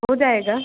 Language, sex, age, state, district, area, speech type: Hindi, female, 45-60, Madhya Pradesh, Bhopal, urban, conversation